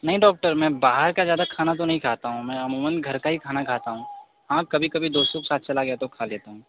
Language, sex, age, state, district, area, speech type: Hindi, male, 45-60, Uttar Pradesh, Sonbhadra, rural, conversation